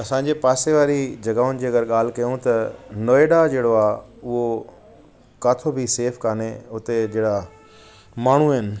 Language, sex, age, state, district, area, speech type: Sindhi, male, 45-60, Delhi, South Delhi, urban, spontaneous